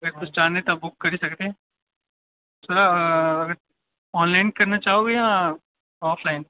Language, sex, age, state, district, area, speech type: Dogri, male, 18-30, Jammu and Kashmir, Udhampur, urban, conversation